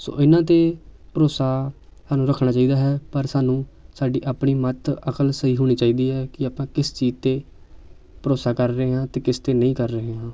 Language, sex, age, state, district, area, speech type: Punjabi, male, 18-30, Punjab, Amritsar, urban, spontaneous